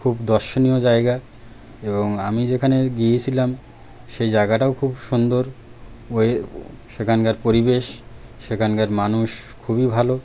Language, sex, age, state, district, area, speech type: Bengali, male, 30-45, West Bengal, Birbhum, urban, spontaneous